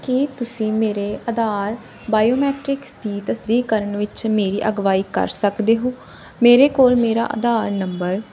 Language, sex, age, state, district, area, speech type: Punjabi, female, 30-45, Punjab, Barnala, rural, read